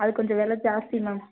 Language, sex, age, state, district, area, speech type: Tamil, female, 18-30, Tamil Nadu, Madurai, urban, conversation